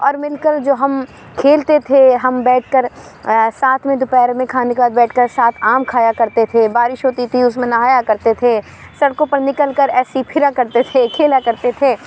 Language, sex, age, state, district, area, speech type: Urdu, female, 30-45, Uttar Pradesh, Aligarh, urban, spontaneous